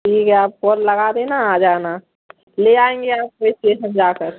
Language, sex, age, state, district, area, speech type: Hindi, female, 30-45, Madhya Pradesh, Gwalior, rural, conversation